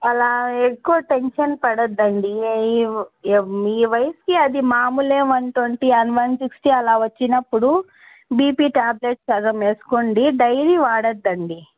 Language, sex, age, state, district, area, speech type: Telugu, female, 18-30, Andhra Pradesh, Annamaya, rural, conversation